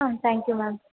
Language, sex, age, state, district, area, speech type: Tamil, female, 18-30, Tamil Nadu, Sivaganga, rural, conversation